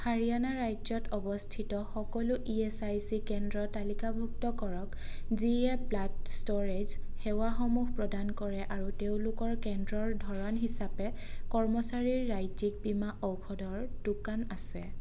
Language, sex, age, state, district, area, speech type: Assamese, female, 18-30, Assam, Sonitpur, rural, read